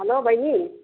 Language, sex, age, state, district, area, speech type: Nepali, female, 60+, West Bengal, Jalpaiguri, rural, conversation